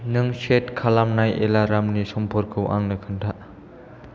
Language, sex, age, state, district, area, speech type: Bodo, male, 18-30, Assam, Kokrajhar, rural, read